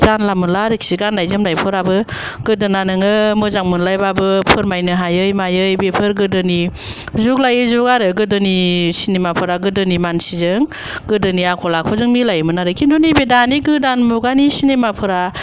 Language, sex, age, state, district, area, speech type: Bodo, female, 45-60, Assam, Kokrajhar, urban, spontaneous